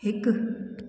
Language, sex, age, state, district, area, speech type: Sindhi, female, 45-60, Gujarat, Junagadh, urban, read